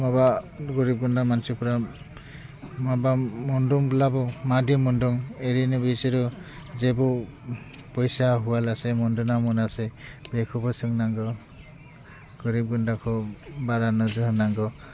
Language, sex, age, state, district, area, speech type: Bodo, male, 45-60, Assam, Udalguri, rural, spontaneous